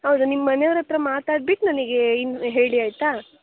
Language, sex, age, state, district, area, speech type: Kannada, female, 18-30, Karnataka, Shimoga, urban, conversation